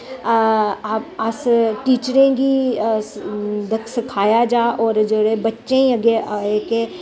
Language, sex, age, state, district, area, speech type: Dogri, female, 45-60, Jammu and Kashmir, Jammu, rural, spontaneous